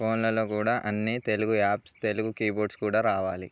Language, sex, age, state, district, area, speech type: Telugu, male, 18-30, Telangana, Bhadradri Kothagudem, rural, spontaneous